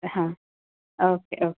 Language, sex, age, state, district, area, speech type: Gujarati, female, 30-45, Gujarat, Anand, urban, conversation